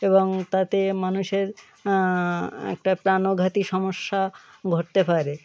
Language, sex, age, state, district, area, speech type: Bengali, male, 30-45, West Bengal, Birbhum, urban, spontaneous